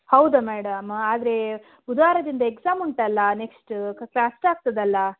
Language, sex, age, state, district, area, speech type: Kannada, female, 18-30, Karnataka, Udupi, rural, conversation